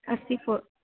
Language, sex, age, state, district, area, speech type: Punjabi, female, 18-30, Punjab, Fazilka, rural, conversation